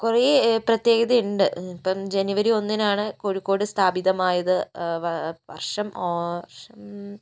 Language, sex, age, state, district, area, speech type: Malayalam, female, 60+, Kerala, Kozhikode, urban, spontaneous